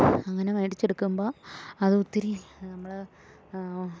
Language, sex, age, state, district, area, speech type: Malayalam, female, 30-45, Kerala, Idukki, rural, spontaneous